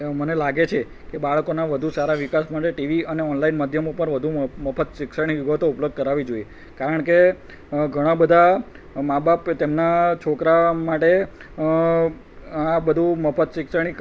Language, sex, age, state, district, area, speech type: Gujarati, male, 45-60, Gujarat, Kheda, rural, spontaneous